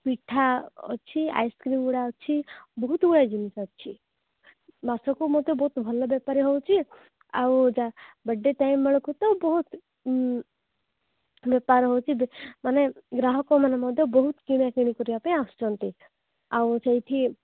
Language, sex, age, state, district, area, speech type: Odia, female, 45-60, Odisha, Nabarangpur, rural, conversation